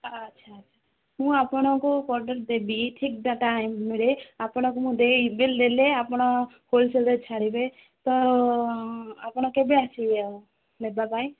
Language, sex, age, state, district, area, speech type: Odia, female, 30-45, Odisha, Sundergarh, urban, conversation